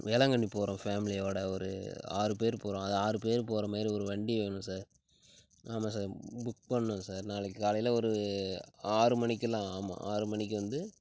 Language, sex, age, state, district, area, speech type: Tamil, male, 30-45, Tamil Nadu, Tiruchirappalli, rural, spontaneous